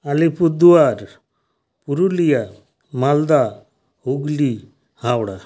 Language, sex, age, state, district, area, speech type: Bengali, male, 60+, West Bengal, North 24 Parganas, rural, spontaneous